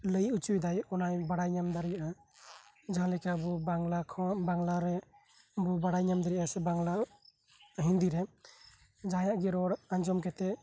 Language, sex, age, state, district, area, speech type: Santali, male, 18-30, West Bengal, Birbhum, rural, spontaneous